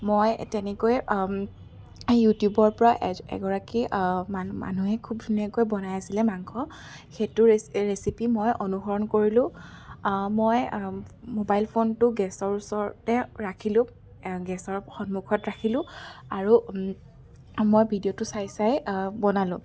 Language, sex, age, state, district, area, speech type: Assamese, female, 18-30, Assam, Biswanath, rural, spontaneous